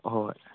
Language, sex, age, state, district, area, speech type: Manipuri, male, 18-30, Manipur, Kangpokpi, urban, conversation